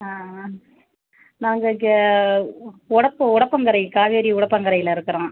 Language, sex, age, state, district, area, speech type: Tamil, female, 45-60, Tamil Nadu, Thanjavur, rural, conversation